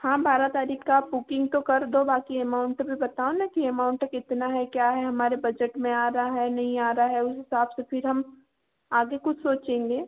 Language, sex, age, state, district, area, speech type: Hindi, female, 30-45, Madhya Pradesh, Betul, urban, conversation